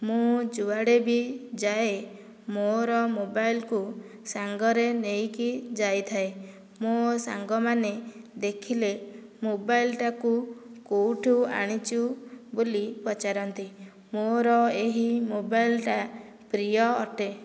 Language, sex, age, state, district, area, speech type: Odia, female, 18-30, Odisha, Nayagarh, rural, spontaneous